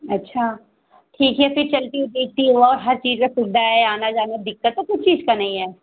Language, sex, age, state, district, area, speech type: Hindi, female, 18-30, Uttar Pradesh, Pratapgarh, rural, conversation